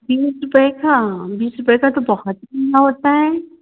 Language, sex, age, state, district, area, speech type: Hindi, female, 45-60, Uttar Pradesh, Sitapur, rural, conversation